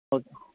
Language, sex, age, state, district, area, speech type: Tamil, male, 30-45, Tamil Nadu, Perambalur, rural, conversation